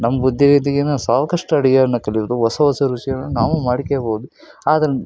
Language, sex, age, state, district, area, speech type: Kannada, male, 30-45, Karnataka, Koppal, rural, spontaneous